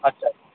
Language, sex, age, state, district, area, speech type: Marathi, male, 18-30, Maharashtra, Yavatmal, rural, conversation